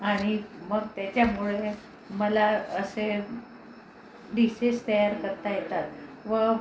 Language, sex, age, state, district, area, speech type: Marathi, female, 45-60, Maharashtra, Amravati, urban, spontaneous